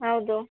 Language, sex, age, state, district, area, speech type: Kannada, female, 30-45, Karnataka, Gulbarga, urban, conversation